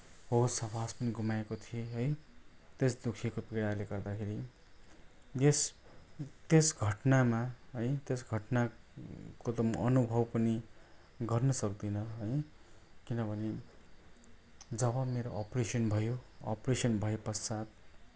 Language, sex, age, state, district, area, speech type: Nepali, male, 45-60, West Bengal, Kalimpong, rural, spontaneous